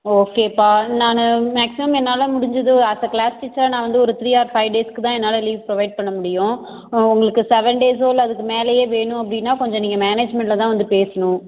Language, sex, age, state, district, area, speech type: Tamil, female, 30-45, Tamil Nadu, Ariyalur, rural, conversation